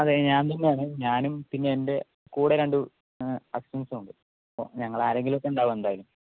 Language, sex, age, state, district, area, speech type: Malayalam, male, 45-60, Kerala, Palakkad, rural, conversation